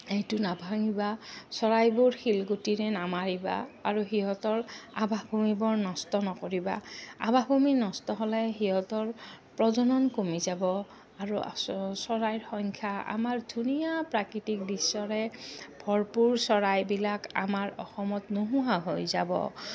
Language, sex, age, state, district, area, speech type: Assamese, female, 30-45, Assam, Goalpara, urban, spontaneous